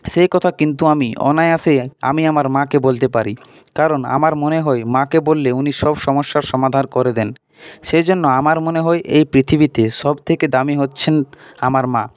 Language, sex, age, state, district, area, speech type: Bengali, male, 30-45, West Bengal, Purulia, urban, spontaneous